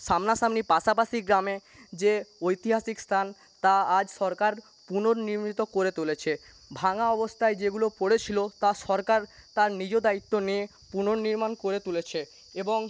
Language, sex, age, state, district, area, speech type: Bengali, male, 18-30, West Bengal, Paschim Medinipur, rural, spontaneous